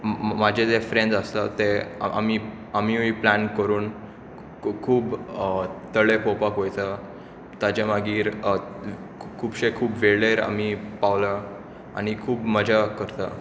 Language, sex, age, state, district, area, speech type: Goan Konkani, male, 18-30, Goa, Tiswadi, rural, spontaneous